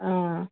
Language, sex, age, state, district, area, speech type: Malayalam, female, 45-60, Kerala, Wayanad, rural, conversation